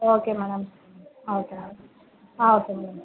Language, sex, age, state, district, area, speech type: Tamil, female, 30-45, Tamil Nadu, Madurai, urban, conversation